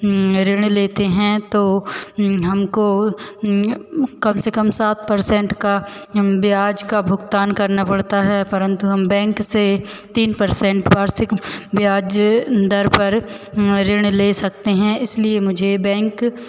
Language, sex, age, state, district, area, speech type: Hindi, female, 18-30, Madhya Pradesh, Hoshangabad, rural, spontaneous